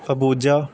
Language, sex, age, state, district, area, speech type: Punjabi, male, 18-30, Punjab, Fazilka, rural, spontaneous